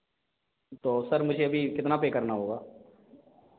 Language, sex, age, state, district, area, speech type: Hindi, male, 30-45, Madhya Pradesh, Hoshangabad, rural, conversation